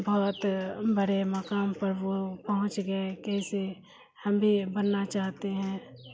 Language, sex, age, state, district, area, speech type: Urdu, female, 60+, Bihar, Khagaria, rural, spontaneous